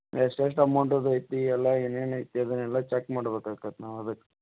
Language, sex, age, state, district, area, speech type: Kannada, male, 30-45, Karnataka, Belgaum, rural, conversation